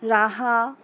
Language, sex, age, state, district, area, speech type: Bengali, female, 30-45, West Bengal, Alipurduar, rural, spontaneous